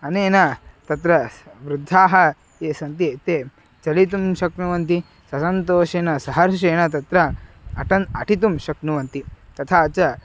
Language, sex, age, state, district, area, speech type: Sanskrit, male, 18-30, Karnataka, Haveri, rural, spontaneous